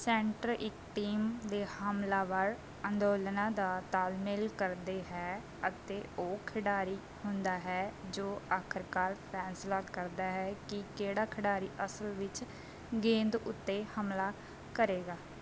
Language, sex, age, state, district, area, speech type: Punjabi, female, 30-45, Punjab, Bathinda, urban, read